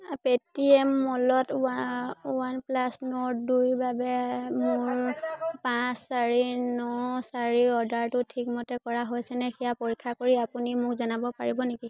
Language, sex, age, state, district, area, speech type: Assamese, female, 18-30, Assam, Sivasagar, rural, read